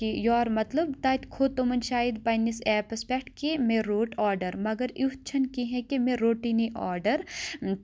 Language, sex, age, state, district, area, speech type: Kashmiri, female, 45-60, Jammu and Kashmir, Kupwara, urban, spontaneous